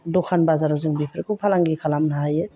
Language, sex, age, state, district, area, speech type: Bodo, female, 45-60, Assam, Chirang, rural, spontaneous